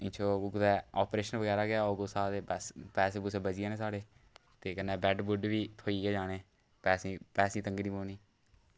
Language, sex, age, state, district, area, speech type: Dogri, male, 30-45, Jammu and Kashmir, Udhampur, rural, spontaneous